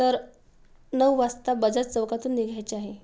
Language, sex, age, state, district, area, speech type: Marathi, female, 30-45, Maharashtra, Wardha, urban, spontaneous